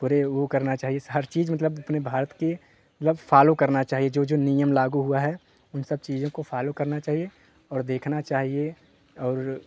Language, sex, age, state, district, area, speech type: Hindi, male, 18-30, Uttar Pradesh, Jaunpur, rural, spontaneous